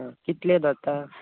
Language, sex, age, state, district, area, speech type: Goan Konkani, male, 18-30, Goa, Bardez, urban, conversation